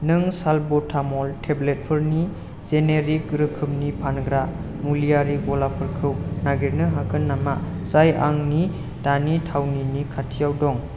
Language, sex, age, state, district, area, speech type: Bodo, male, 18-30, Assam, Chirang, rural, read